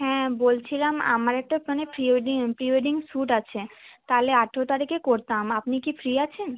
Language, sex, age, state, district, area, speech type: Bengali, female, 18-30, West Bengal, Uttar Dinajpur, rural, conversation